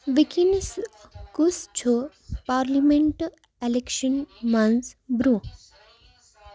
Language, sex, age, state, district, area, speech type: Kashmiri, female, 18-30, Jammu and Kashmir, Baramulla, rural, read